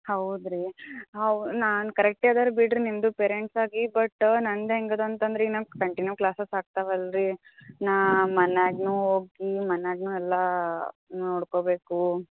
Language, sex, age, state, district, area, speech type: Kannada, female, 18-30, Karnataka, Gulbarga, urban, conversation